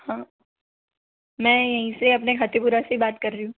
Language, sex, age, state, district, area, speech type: Hindi, female, 18-30, Rajasthan, Jaipur, urban, conversation